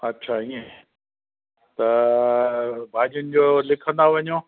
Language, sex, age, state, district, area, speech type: Sindhi, male, 60+, Gujarat, Junagadh, rural, conversation